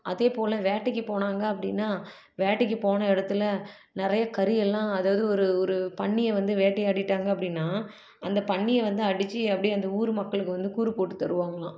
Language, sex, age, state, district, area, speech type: Tamil, female, 30-45, Tamil Nadu, Salem, urban, spontaneous